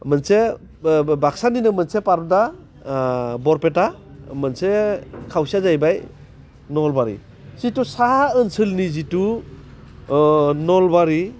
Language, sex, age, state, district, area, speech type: Bodo, male, 45-60, Assam, Baksa, urban, spontaneous